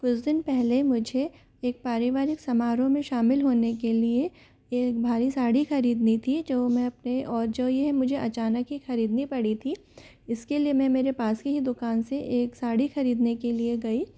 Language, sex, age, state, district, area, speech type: Hindi, female, 60+, Rajasthan, Jaipur, urban, spontaneous